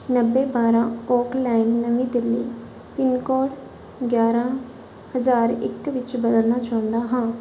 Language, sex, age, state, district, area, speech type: Punjabi, female, 30-45, Punjab, Barnala, rural, read